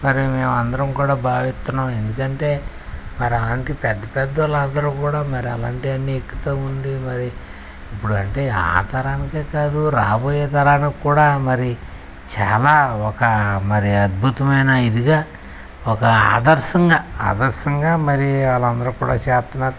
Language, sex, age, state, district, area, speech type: Telugu, male, 60+, Andhra Pradesh, West Godavari, rural, spontaneous